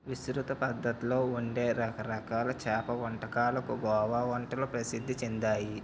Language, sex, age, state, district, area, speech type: Telugu, male, 45-60, Andhra Pradesh, Kakinada, urban, read